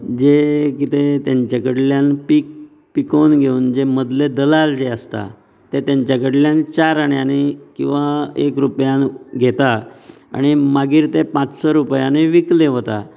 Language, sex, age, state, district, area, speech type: Goan Konkani, male, 30-45, Goa, Canacona, rural, spontaneous